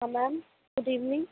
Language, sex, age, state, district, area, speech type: Hindi, female, 18-30, Madhya Pradesh, Chhindwara, urban, conversation